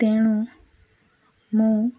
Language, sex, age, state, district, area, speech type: Odia, female, 18-30, Odisha, Ganjam, urban, spontaneous